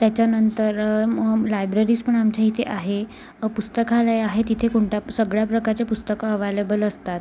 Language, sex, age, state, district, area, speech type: Marathi, female, 18-30, Maharashtra, Amravati, urban, spontaneous